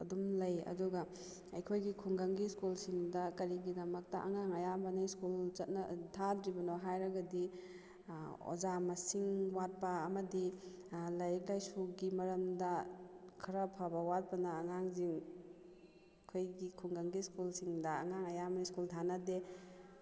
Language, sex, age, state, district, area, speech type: Manipuri, female, 30-45, Manipur, Kakching, rural, spontaneous